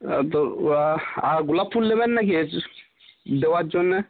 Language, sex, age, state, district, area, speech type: Bengali, male, 18-30, West Bengal, Cooch Behar, rural, conversation